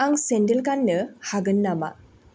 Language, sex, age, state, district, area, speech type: Bodo, female, 18-30, Assam, Baksa, rural, read